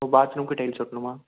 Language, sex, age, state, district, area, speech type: Tamil, male, 18-30, Tamil Nadu, Erode, rural, conversation